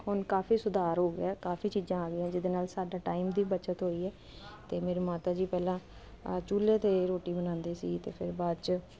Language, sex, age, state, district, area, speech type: Punjabi, female, 30-45, Punjab, Kapurthala, urban, spontaneous